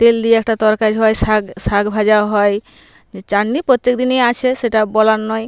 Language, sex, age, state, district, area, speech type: Bengali, female, 45-60, West Bengal, Nadia, rural, spontaneous